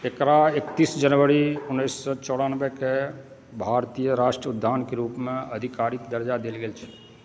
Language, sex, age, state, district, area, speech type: Maithili, male, 45-60, Bihar, Supaul, rural, read